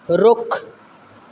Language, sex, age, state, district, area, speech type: Punjabi, female, 45-60, Punjab, Kapurthala, rural, read